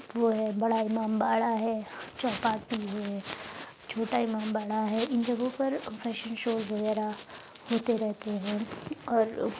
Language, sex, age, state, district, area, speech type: Urdu, female, 45-60, Uttar Pradesh, Lucknow, rural, spontaneous